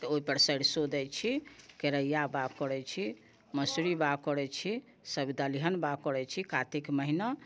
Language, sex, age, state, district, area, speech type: Maithili, female, 60+, Bihar, Muzaffarpur, rural, spontaneous